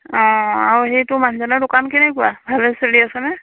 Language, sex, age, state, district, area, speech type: Assamese, female, 30-45, Assam, Majuli, urban, conversation